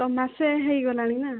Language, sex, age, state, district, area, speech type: Odia, female, 18-30, Odisha, Kandhamal, rural, conversation